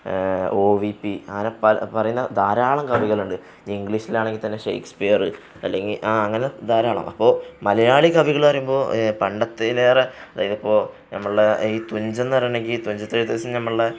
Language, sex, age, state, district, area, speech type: Malayalam, male, 18-30, Kerala, Palakkad, rural, spontaneous